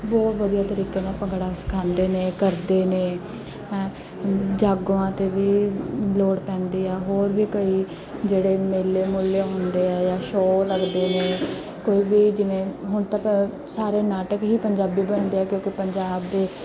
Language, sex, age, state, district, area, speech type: Punjabi, female, 18-30, Punjab, Mansa, urban, spontaneous